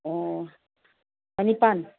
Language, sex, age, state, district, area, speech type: Manipuri, female, 60+, Manipur, Imphal East, rural, conversation